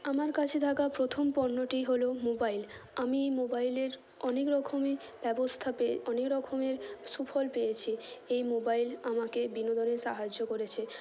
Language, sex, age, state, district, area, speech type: Bengali, female, 18-30, West Bengal, Hooghly, urban, spontaneous